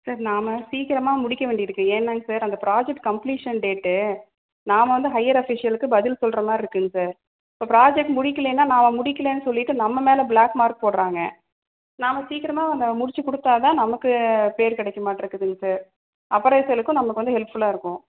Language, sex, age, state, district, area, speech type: Tamil, female, 30-45, Tamil Nadu, Salem, urban, conversation